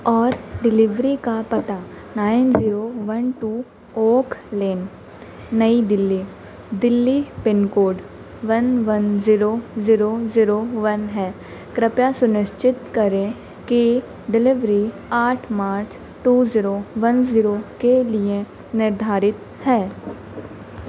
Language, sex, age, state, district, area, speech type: Hindi, female, 30-45, Madhya Pradesh, Harda, urban, read